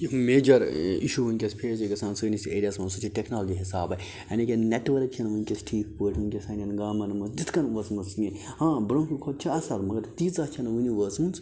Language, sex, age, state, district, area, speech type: Kashmiri, male, 30-45, Jammu and Kashmir, Budgam, rural, spontaneous